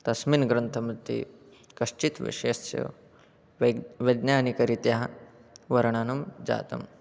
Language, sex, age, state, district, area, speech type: Sanskrit, male, 18-30, Madhya Pradesh, Chhindwara, rural, spontaneous